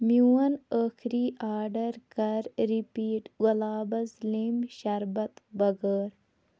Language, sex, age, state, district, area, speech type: Kashmiri, female, 18-30, Jammu and Kashmir, Shopian, rural, read